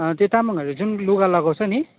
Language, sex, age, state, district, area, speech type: Nepali, male, 18-30, West Bengal, Darjeeling, rural, conversation